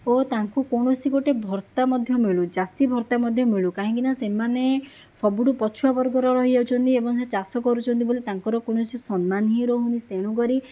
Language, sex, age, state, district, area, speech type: Odia, female, 18-30, Odisha, Jajpur, rural, spontaneous